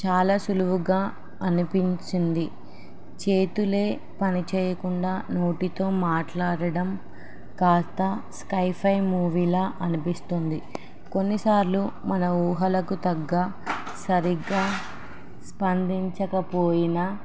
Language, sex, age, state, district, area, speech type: Telugu, female, 18-30, Telangana, Nizamabad, urban, spontaneous